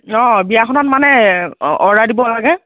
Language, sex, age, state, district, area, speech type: Assamese, female, 30-45, Assam, Kamrup Metropolitan, urban, conversation